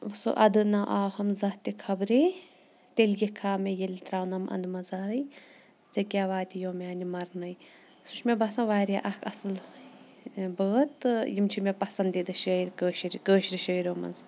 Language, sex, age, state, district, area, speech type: Kashmiri, female, 18-30, Jammu and Kashmir, Shopian, urban, spontaneous